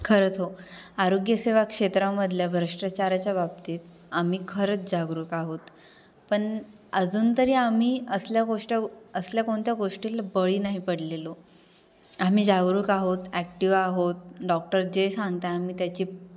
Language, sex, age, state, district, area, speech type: Marathi, female, 18-30, Maharashtra, Ahmednagar, rural, spontaneous